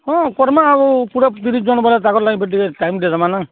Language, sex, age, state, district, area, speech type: Odia, male, 60+, Odisha, Balangir, urban, conversation